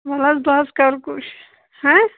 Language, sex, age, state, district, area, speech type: Kashmiri, female, 60+, Jammu and Kashmir, Pulwama, rural, conversation